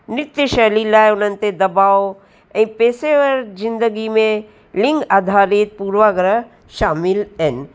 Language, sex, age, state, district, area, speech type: Sindhi, female, 60+, Uttar Pradesh, Lucknow, rural, spontaneous